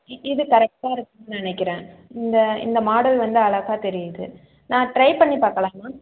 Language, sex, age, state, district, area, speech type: Tamil, female, 18-30, Tamil Nadu, Chengalpattu, urban, conversation